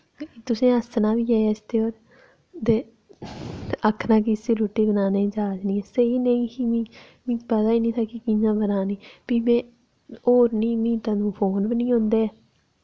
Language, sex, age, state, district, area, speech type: Dogri, female, 30-45, Jammu and Kashmir, Reasi, rural, spontaneous